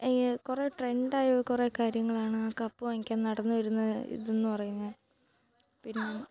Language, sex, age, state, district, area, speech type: Malayalam, female, 18-30, Kerala, Kottayam, rural, spontaneous